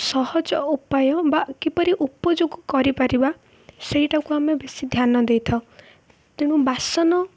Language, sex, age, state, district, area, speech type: Odia, female, 18-30, Odisha, Ganjam, urban, spontaneous